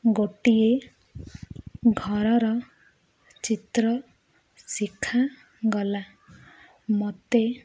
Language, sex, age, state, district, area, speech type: Odia, female, 18-30, Odisha, Ganjam, urban, spontaneous